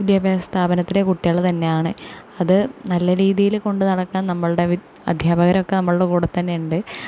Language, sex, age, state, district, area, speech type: Malayalam, female, 18-30, Kerala, Thrissur, urban, spontaneous